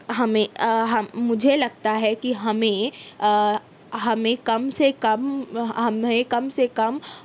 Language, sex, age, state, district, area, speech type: Urdu, female, 18-30, Maharashtra, Nashik, urban, spontaneous